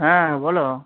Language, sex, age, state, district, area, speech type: Bengali, male, 30-45, West Bengal, Howrah, urban, conversation